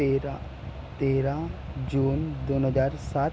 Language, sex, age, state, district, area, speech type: Marathi, male, 18-30, Maharashtra, Nagpur, urban, spontaneous